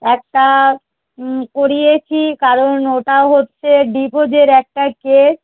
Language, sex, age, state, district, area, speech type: Bengali, female, 45-60, West Bengal, Darjeeling, urban, conversation